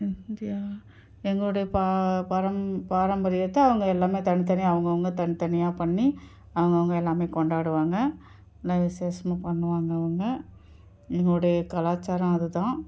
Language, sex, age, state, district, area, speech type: Tamil, female, 45-60, Tamil Nadu, Ariyalur, rural, spontaneous